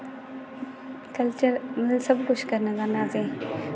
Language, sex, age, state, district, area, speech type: Dogri, female, 18-30, Jammu and Kashmir, Kathua, rural, spontaneous